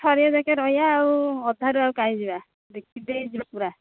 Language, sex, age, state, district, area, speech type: Odia, female, 30-45, Odisha, Jagatsinghpur, rural, conversation